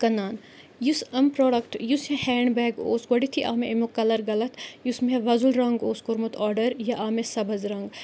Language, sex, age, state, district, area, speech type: Kashmiri, female, 18-30, Jammu and Kashmir, Kupwara, rural, spontaneous